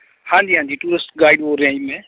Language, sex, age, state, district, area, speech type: Punjabi, male, 30-45, Punjab, Bathinda, rural, conversation